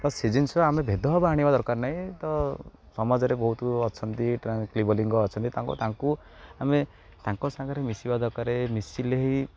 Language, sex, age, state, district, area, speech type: Odia, male, 18-30, Odisha, Jagatsinghpur, urban, spontaneous